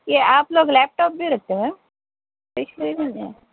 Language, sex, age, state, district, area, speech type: Urdu, female, 30-45, Telangana, Hyderabad, urban, conversation